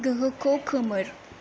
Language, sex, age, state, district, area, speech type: Bodo, female, 18-30, Assam, Kokrajhar, rural, read